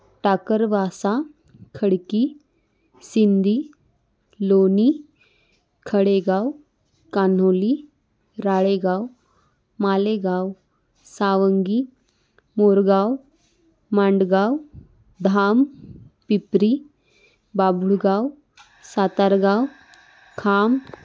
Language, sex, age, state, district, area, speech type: Marathi, female, 18-30, Maharashtra, Wardha, urban, spontaneous